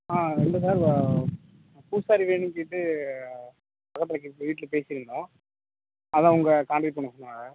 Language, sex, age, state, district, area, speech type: Tamil, male, 18-30, Tamil Nadu, Tenkasi, urban, conversation